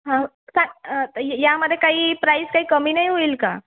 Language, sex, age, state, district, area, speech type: Marathi, female, 18-30, Maharashtra, Nagpur, urban, conversation